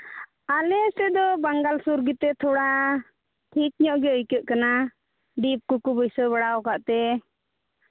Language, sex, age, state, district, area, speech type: Santali, female, 30-45, Jharkhand, Pakur, rural, conversation